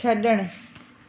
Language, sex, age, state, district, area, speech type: Sindhi, female, 30-45, Delhi, South Delhi, urban, read